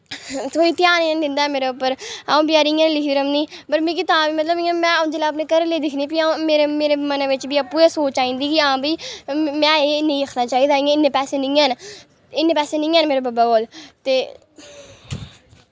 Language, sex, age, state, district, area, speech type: Dogri, female, 30-45, Jammu and Kashmir, Udhampur, urban, spontaneous